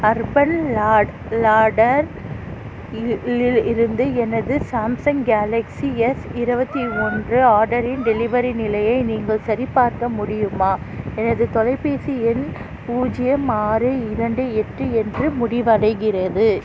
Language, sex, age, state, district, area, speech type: Tamil, female, 30-45, Tamil Nadu, Tiruvallur, urban, read